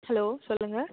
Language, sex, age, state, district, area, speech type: Tamil, female, 18-30, Tamil Nadu, Mayiladuthurai, urban, conversation